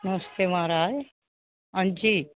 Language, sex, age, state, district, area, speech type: Dogri, female, 60+, Jammu and Kashmir, Reasi, urban, conversation